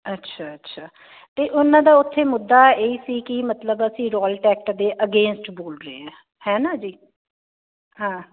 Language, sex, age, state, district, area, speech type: Punjabi, female, 45-60, Punjab, Jalandhar, urban, conversation